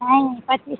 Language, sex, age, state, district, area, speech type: Hindi, female, 45-60, Bihar, Madhepura, rural, conversation